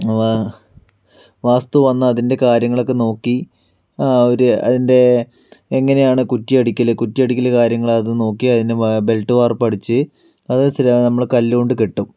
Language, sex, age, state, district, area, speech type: Malayalam, male, 45-60, Kerala, Palakkad, rural, spontaneous